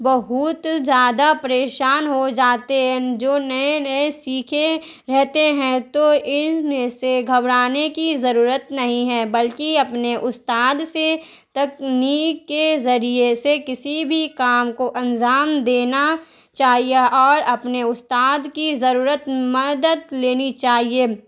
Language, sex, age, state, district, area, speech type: Urdu, female, 30-45, Bihar, Darbhanga, rural, spontaneous